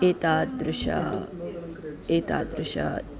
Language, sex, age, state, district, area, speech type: Sanskrit, female, 30-45, Andhra Pradesh, Guntur, urban, spontaneous